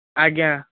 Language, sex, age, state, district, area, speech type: Odia, male, 18-30, Odisha, Cuttack, urban, conversation